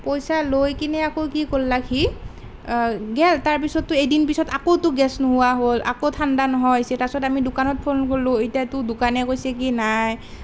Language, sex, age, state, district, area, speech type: Assamese, female, 18-30, Assam, Nalbari, rural, spontaneous